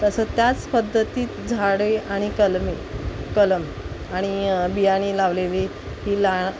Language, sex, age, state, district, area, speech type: Marathi, female, 45-60, Maharashtra, Mumbai Suburban, urban, spontaneous